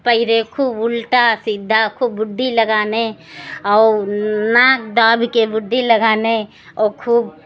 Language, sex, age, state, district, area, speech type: Hindi, female, 60+, Uttar Pradesh, Lucknow, rural, spontaneous